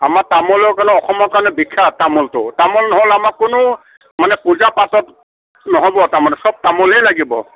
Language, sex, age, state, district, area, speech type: Assamese, male, 45-60, Assam, Kamrup Metropolitan, urban, conversation